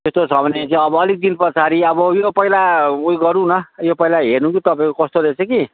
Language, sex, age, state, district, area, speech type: Nepali, male, 60+, West Bengal, Kalimpong, rural, conversation